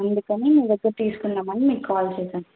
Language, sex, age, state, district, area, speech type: Telugu, female, 18-30, Telangana, Bhadradri Kothagudem, rural, conversation